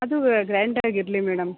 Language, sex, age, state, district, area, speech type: Kannada, female, 30-45, Karnataka, Mandya, urban, conversation